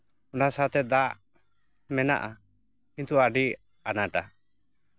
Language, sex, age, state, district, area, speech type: Santali, male, 30-45, West Bengal, Jhargram, rural, spontaneous